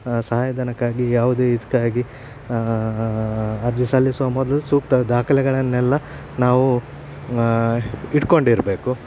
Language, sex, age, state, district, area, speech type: Kannada, male, 45-60, Karnataka, Udupi, rural, spontaneous